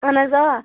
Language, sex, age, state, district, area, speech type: Kashmiri, other, 18-30, Jammu and Kashmir, Baramulla, rural, conversation